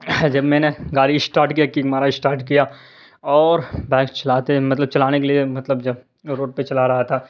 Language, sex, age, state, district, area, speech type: Urdu, male, 30-45, Bihar, Darbhanga, rural, spontaneous